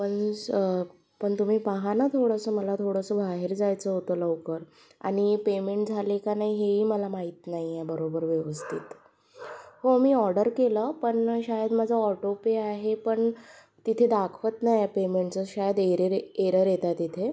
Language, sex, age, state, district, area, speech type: Marathi, female, 18-30, Maharashtra, Nagpur, urban, spontaneous